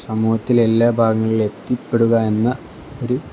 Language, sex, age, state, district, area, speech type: Malayalam, male, 18-30, Kerala, Kozhikode, rural, spontaneous